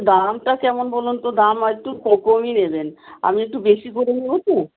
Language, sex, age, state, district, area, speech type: Bengali, female, 60+, West Bengal, South 24 Parganas, rural, conversation